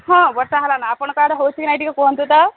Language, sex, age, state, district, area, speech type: Odia, female, 30-45, Odisha, Sambalpur, rural, conversation